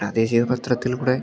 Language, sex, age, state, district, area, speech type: Malayalam, male, 18-30, Kerala, Idukki, rural, spontaneous